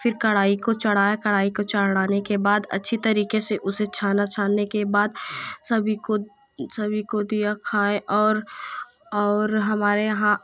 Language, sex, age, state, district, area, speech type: Hindi, female, 18-30, Uttar Pradesh, Jaunpur, urban, spontaneous